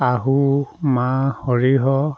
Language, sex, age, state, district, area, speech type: Assamese, male, 45-60, Assam, Dhemaji, rural, spontaneous